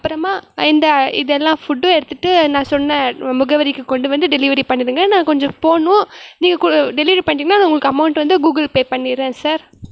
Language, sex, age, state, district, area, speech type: Tamil, female, 18-30, Tamil Nadu, Krishnagiri, rural, spontaneous